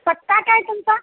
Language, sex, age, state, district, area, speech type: Marathi, female, 45-60, Maharashtra, Kolhapur, urban, conversation